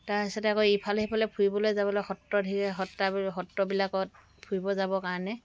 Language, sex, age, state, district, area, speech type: Assamese, female, 60+, Assam, Dibrugarh, rural, spontaneous